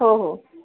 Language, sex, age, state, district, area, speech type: Marathi, female, 45-60, Maharashtra, Akola, urban, conversation